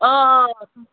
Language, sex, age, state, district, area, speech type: Kashmiri, male, 30-45, Jammu and Kashmir, Baramulla, rural, conversation